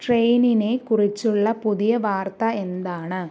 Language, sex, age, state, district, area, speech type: Malayalam, female, 45-60, Kerala, Palakkad, rural, read